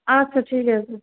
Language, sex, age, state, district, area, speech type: Bengali, female, 30-45, West Bengal, South 24 Parganas, urban, conversation